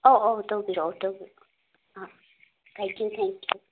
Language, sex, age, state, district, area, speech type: Manipuri, female, 30-45, Manipur, Imphal West, urban, conversation